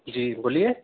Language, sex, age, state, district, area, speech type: Urdu, male, 30-45, Delhi, Central Delhi, urban, conversation